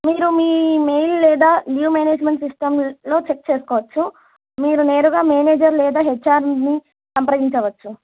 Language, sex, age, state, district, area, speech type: Telugu, female, 18-30, Andhra Pradesh, Sri Satya Sai, urban, conversation